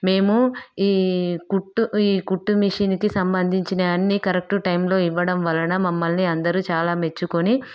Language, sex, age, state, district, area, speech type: Telugu, female, 30-45, Telangana, Peddapalli, rural, spontaneous